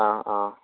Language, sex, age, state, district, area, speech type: Malayalam, male, 18-30, Kerala, Malappuram, rural, conversation